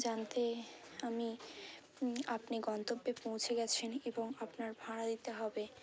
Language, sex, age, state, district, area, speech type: Bengali, female, 18-30, West Bengal, Hooghly, urban, spontaneous